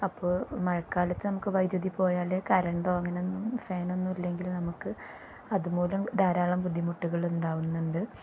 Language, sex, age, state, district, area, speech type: Malayalam, female, 30-45, Kerala, Kozhikode, rural, spontaneous